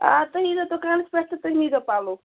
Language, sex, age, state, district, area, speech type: Kashmiri, female, 18-30, Jammu and Kashmir, Bandipora, rural, conversation